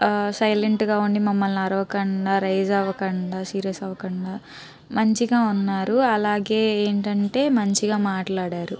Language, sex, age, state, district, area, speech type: Telugu, female, 18-30, Andhra Pradesh, Guntur, urban, spontaneous